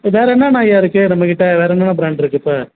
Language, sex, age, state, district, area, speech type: Tamil, male, 18-30, Tamil Nadu, Kallakurichi, rural, conversation